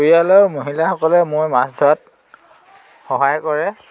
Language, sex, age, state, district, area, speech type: Assamese, male, 60+, Assam, Dhemaji, rural, spontaneous